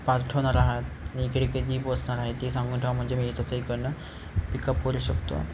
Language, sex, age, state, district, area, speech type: Marathi, male, 18-30, Maharashtra, Ratnagiri, urban, spontaneous